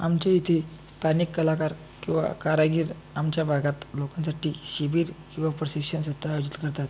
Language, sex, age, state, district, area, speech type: Marathi, male, 18-30, Maharashtra, Buldhana, urban, spontaneous